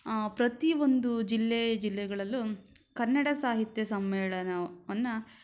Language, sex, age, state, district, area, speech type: Kannada, female, 18-30, Karnataka, Shimoga, rural, spontaneous